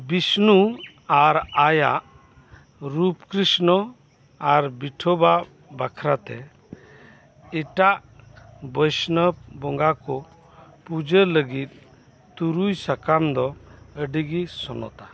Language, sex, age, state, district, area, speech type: Santali, male, 45-60, West Bengal, Birbhum, rural, read